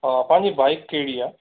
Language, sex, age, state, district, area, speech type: Sindhi, male, 18-30, Gujarat, Kutch, rural, conversation